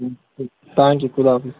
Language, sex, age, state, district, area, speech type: Telugu, male, 18-30, Telangana, Mahabubabad, urban, conversation